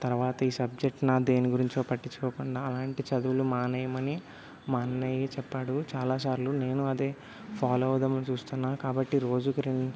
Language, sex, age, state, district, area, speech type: Telugu, male, 18-30, Telangana, Peddapalli, rural, spontaneous